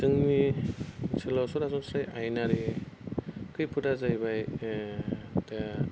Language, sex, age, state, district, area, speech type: Bodo, male, 30-45, Assam, Goalpara, rural, spontaneous